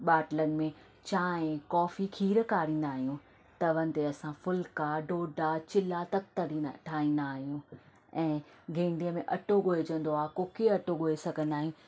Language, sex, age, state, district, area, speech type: Sindhi, female, 30-45, Maharashtra, Thane, urban, spontaneous